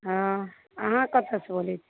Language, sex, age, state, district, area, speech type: Maithili, female, 45-60, Bihar, Madhepura, rural, conversation